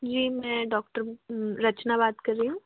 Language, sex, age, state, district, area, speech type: Hindi, female, 18-30, Madhya Pradesh, Bhopal, urban, conversation